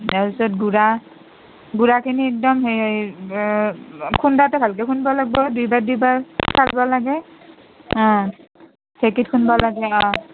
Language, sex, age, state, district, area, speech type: Assamese, female, 30-45, Assam, Nalbari, rural, conversation